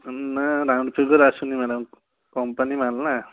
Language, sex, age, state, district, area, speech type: Odia, male, 45-60, Odisha, Balasore, rural, conversation